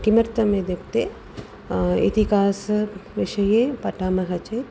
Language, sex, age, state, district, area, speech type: Sanskrit, female, 45-60, Tamil Nadu, Tiruchirappalli, urban, spontaneous